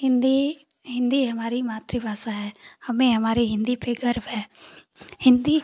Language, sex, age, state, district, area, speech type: Hindi, female, 18-30, Uttar Pradesh, Ghazipur, urban, spontaneous